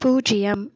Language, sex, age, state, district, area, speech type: Tamil, female, 30-45, Tamil Nadu, Nilgiris, urban, read